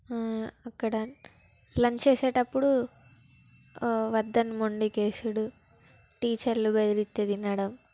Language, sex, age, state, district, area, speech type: Telugu, female, 18-30, Telangana, Peddapalli, rural, spontaneous